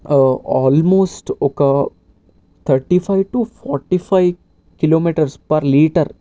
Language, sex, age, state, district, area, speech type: Telugu, male, 18-30, Telangana, Vikarabad, urban, spontaneous